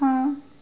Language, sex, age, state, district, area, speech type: Hindi, female, 18-30, Madhya Pradesh, Chhindwara, urban, read